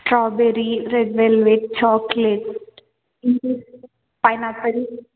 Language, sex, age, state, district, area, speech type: Telugu, female, 18-30, Telangana, Ranga Reddy, urban, conversation